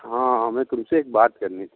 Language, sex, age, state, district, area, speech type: Hindi, male, 60+, Uttar Pradesh, Sonbhadra, rural, conversation